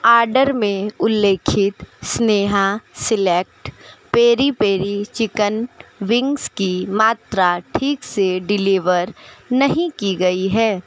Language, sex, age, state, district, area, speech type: Hindi, female, 30-45, Uttar Pradesh, Sonbhadra, rural, read